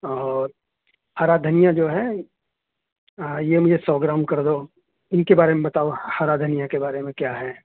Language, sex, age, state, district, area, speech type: Urdu, male, 30-45, Uttar Pradesh, Gautam Buddha Nagar, urban, conversation